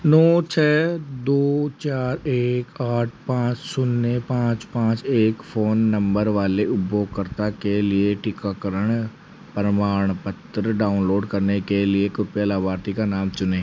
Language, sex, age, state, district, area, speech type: Hindi, male, 18-30, Rajasthan, Jaipur, urban, read